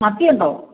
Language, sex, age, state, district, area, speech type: Malayalam, female, 60+, Kerala, Idukki, rural, conversation